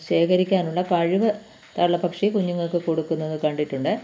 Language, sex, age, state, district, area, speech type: Malayalam, female, 45-60, Kerala, Pathanamthitta, rural, spontaneous